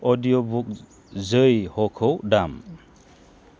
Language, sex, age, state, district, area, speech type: Bodo, male, 45-60, Assam, Chirang, rural, read